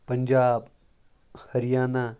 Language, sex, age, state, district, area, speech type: Kashmiri, male, 30-45, Jammu and Kashmir, Kupwara, rural, spontaneous